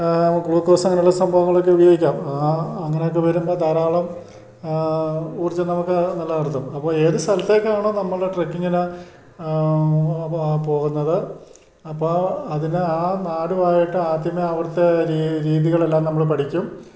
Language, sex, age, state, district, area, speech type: Malayalam, male, 60+, Kerala, Idukki, rural, spontaneous